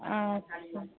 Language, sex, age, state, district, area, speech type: Bengali, female, 45-60, West Bengal, Hooghly, rural, conversation